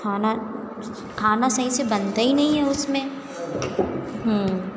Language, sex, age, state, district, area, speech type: Hindi, female, 45-60, Madhya Pradesh, Hoshangabad, rural, spontaneous